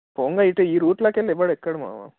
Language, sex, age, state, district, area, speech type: Telugu, male, 18-30, Telangana, Mancherial, rural, conversation